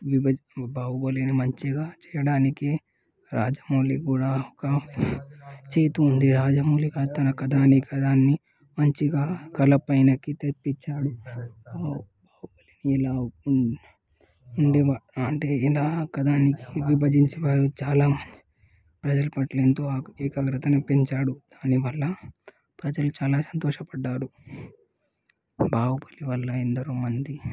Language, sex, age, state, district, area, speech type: Telugu, male, 18-30, Telangana, Nalgonda, urban, spontaneous